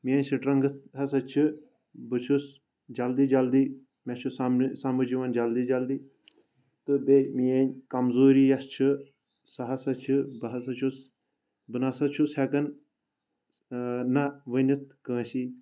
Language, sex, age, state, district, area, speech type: Kashmiri, male, 18-30, Jammu and Kashmir, Kulgam, rural, spontaneous